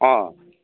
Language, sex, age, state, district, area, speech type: Assamese, male, 45-60, Assam, Dhemaji, rural, conversation